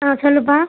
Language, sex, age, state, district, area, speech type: Tamil, female, 45-60, Tamil Nadu, Tiruchirappalli, rural, conversation